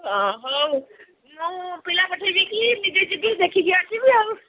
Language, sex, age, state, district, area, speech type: Odia, female, 60+, Odisha, Gajapati, rural, conversation